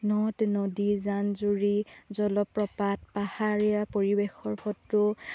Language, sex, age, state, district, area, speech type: Assamese, female, 18-30, Assam, Lakhimpur, rural, spontaneous